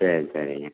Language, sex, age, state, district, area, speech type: Tamil, male, 60+, Tamil Nadu, Tiruppur, rural, conversation